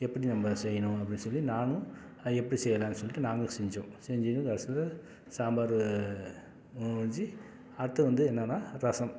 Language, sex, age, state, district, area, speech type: Tamil, male, 45-60, Tamil Nadu, Salem, rural, spontaneous